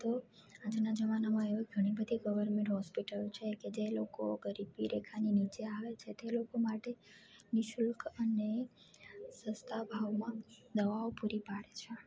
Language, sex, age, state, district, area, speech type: Gujarati, female, 18-30, Gujarat, Junagadh, rural, spontaneous